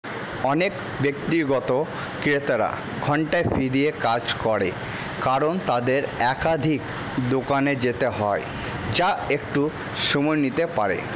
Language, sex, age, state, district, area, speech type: Bengali, male, 18-30, West Bengal, Purba Bardhaman, urban, read